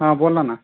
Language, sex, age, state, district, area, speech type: Marathi, male, 30-45, Maharashtra, Sangli, urban, conversation